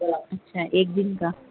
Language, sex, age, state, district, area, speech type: Urdu, female, 30-45, Delhi, North East Delhi, urban, conversation